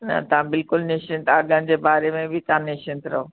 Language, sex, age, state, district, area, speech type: Sindhi, female, 60+, Uttar Pradesh, Lucknow, rural, conversation